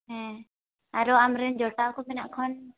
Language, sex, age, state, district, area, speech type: Santali, female, 18-30, West Bengal, Jhargram, rural, conversation